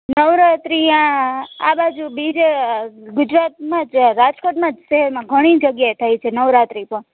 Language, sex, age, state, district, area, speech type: Gujarati, female, 18-30, Gujarat, Rajkot, urban, conversation